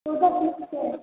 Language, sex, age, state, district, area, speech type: Hindi, female, 18-30, Rajasthan, Jodhpur, urban, conversation